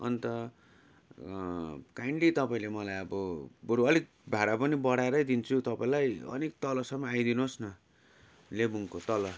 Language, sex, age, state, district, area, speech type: Nepali, male, 30-45, West Bengal, Darjeeling, rural, spontaneous